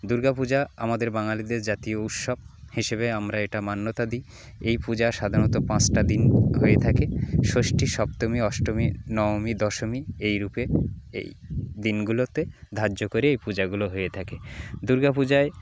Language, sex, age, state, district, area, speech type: Bengali, male, 45-60, West Bengal, Jalpaiguri, rural, spontaneous